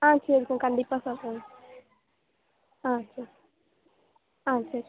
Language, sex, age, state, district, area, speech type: Tamil, female, 18-30, Tamil Nadu, Namakkal, rural, conversation